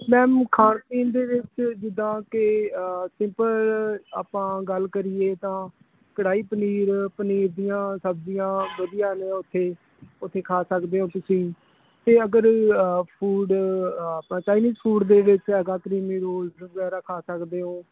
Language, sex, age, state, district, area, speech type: Punjabi, male, 30-45, Punjab, Hoshiarpur, urban, conversation